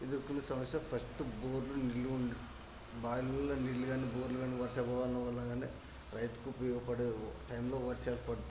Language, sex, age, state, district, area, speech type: Telugu, male, 45-60, Andhra Pradesh, Kadapa, rural, spontaneous